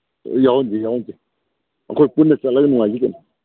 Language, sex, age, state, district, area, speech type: Manipuri, male, 60+, Manipur, Kakching, rural, conversation